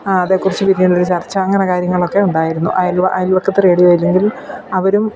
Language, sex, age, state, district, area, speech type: Malayalam, female, 45-60, Kerala, Idukki, rural, spontaneous